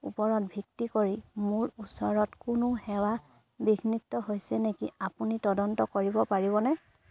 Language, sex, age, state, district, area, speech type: Assamese, female, 18-30, Assam, Sivasagar, rural, read